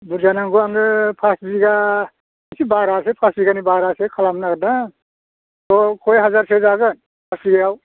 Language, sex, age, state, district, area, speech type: Bodo, male, 60+, Assam, Kokrajhar, urban, conversation